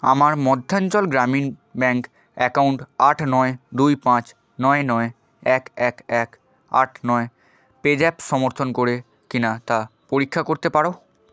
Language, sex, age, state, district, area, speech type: Bengali, male, 30-45, West Bengal, Purba Medinipur, rural, read